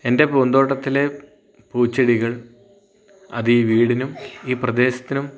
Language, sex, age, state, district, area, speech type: Malayalam, male, 30-45, Kerala, Wayanad, rural, spontaneous